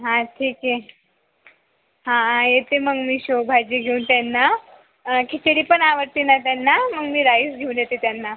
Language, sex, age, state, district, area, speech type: Marathi, female, 18-30, Maharashtra, Buldhana, rural, conversation